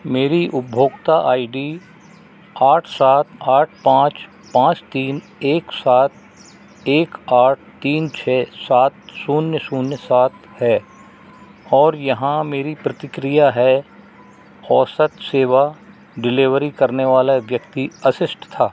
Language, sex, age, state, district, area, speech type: Hindi, male, 60+, Madhya Pradesh, Narsinghpur, rural, read